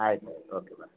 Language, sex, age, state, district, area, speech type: Kannada, male, 45-60, Karnataka, Gulbarga, urban, conversation